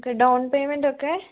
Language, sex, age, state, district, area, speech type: Malayalam, female, 30-45, Kerala, Idukki, rural, conversation